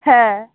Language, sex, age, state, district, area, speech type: Bengali, female, 18-30, West Bengal, Uttar Dinajpur, rural, conversation